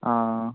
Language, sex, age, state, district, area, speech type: Malayalam, male, 18-30, Kerala, Thiruvananthapuram, rural, conversation